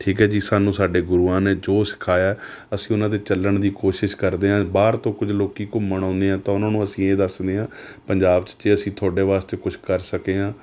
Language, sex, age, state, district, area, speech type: Punjabi, male, 30-45, Punjab, Rupnagar, rural, spontaneous